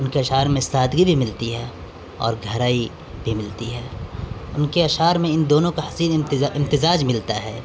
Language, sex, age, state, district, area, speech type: Urdu, male, 18-30, Delhi, North West Delhi, urban, spontaneous